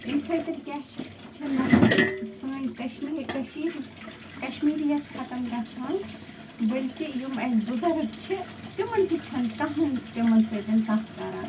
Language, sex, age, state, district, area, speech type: Kashmiri, female, 18-30, Jammu and Kashmir, Bandipora, rural, spontaneous